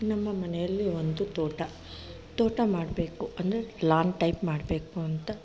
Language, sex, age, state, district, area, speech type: Kannada, female, 45-60, Karnataka, Mandya, rural, spontaneous